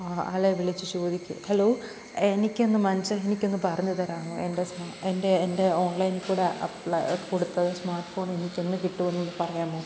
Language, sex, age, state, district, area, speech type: Malayalam, female, 18-30, Kerala, Pathanamthitta, rural, spontaneous